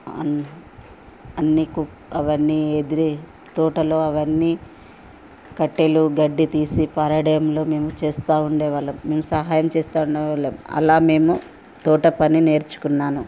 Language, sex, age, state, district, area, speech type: Telugu, female, 45-60, Telangana, Ranga Reddy, rural, spontaneous